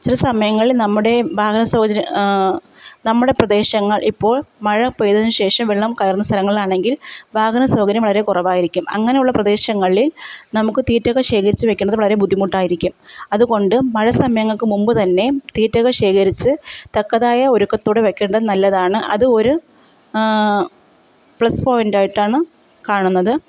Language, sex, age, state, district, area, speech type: Malayalam, female, 30-45, Kerala, Kottayam, rural, spontaneous